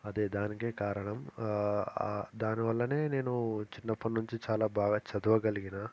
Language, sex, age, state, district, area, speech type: Telugu, male, 18-30, Telangana, Ranga Reddy, urban, spontaneous